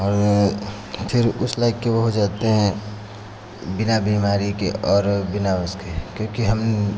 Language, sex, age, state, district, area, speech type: Hindi, male, 45-60, Uttar Pradesh, Lucknow, rural, spontaneous